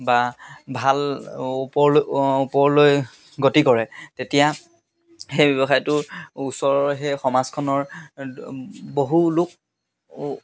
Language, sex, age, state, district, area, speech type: Assamese, male, 30-45, Assam, Charaideo, rural, spontaneous